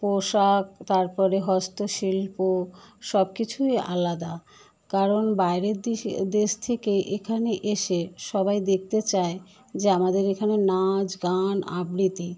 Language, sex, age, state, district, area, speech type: Bengali, female, 30-45, West Bengal, Kolkata, urban, spontaneous